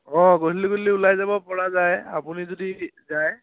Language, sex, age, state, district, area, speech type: Assamese, male, 18-30, Assam, Charaideo, urban, conversation